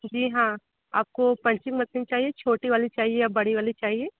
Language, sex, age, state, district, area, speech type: Hindi, female, 30-45, Uttar Pradesh, Sonbhadra, rural, conversation